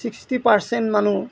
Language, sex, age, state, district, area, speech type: Assamese, male, 60+, Assam, Golaghat, rural, spontaneous